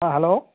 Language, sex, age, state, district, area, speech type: Assamese, male, 30-45, Assam, Tinsukia, rural, conversation